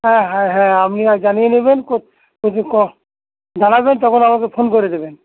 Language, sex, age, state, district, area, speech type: Bengali, male, 60+, West Bengal, Hooghly, rural, conversation